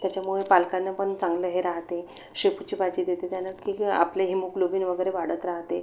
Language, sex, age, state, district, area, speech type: Marathi, female, 30-45, Maharashtra, Buldhana, rural, spontaneous